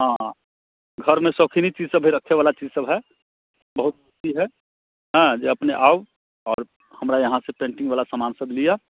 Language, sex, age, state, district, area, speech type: Maithili, male, 45-60, Bihar, Muzaffarpur, urban, conversation